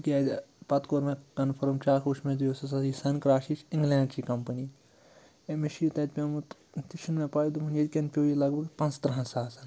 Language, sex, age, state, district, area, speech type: Kashmiri, male, 30-45, Jammu and Kashmir, Srinagar, urban, spontaneous